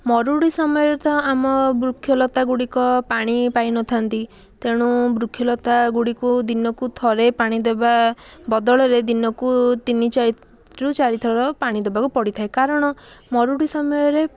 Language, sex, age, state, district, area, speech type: Odia, female, 18-30, Odisha, Puri, urban, spontaneous